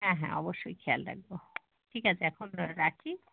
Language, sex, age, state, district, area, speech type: Bengali, female, 18-30, West Bengal, Hooghly, urban, conversation